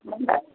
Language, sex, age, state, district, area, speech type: Odia, female, 45-60, Odisha, Dhenkanal, rural, conversation